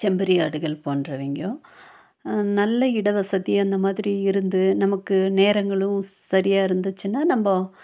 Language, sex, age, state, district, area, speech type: Tamil, female, 45-60, Tamil Nadu, Nilgiris, urban, spontaneous